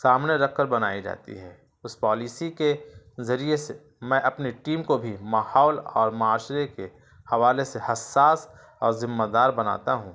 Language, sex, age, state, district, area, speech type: Urdu, male, 30-45, Bihar, Gaya, urban, spontaneous